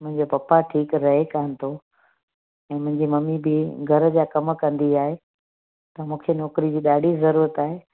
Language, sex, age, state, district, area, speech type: Sindhi, female, 45-60, Gujarat, Kutch, urban, conversation